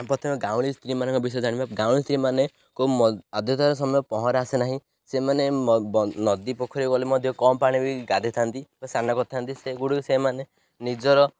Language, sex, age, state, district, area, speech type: Odia, male, 18-30, Odisha, Ganjam, rural, spontaneous